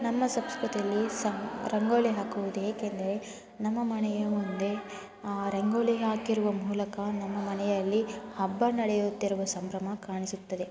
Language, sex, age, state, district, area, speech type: Kannada, female, 18-30, Karnataka, Chikkaballapur, rural, spontaneous